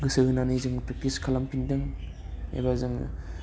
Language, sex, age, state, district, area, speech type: Bodo, male, 18-30, Assam, Udalguri, urban, spontaneous